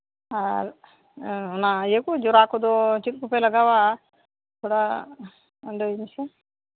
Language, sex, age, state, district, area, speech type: Santali, female, 60+, West Bengal, Bankura, rural, conversation